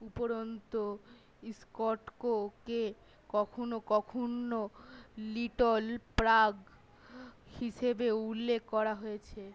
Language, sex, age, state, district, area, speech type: Bengali, female, 18-30, West Bengal, Malda, urban, read